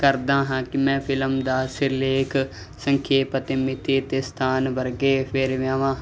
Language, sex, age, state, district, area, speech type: Punjabi, male, 18-30, Punjab, Muktsar, urban, spontaneous